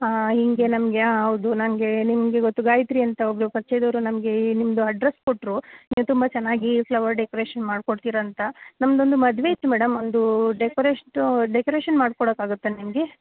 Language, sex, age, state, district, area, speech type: Kannada, female, 30-45, Karnataka, Mandya, rural, conversation